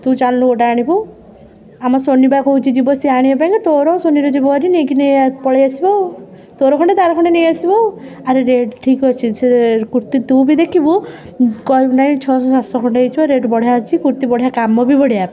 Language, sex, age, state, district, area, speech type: Odia, female, 30-45, Odisha, Puri, urban, spontaneous